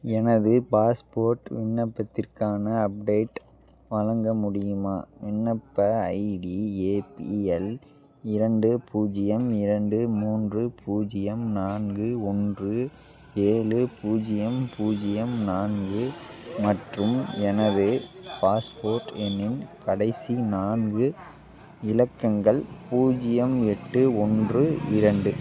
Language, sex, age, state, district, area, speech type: Tamil, male, 18-30, Tamil Nadu, Madurai, urban, read